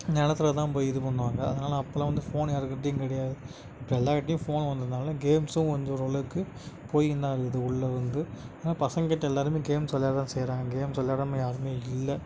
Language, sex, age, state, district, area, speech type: Tamil, male, 18-30, Tamil Nadu, Tiruvannamalai, urban, spontaneous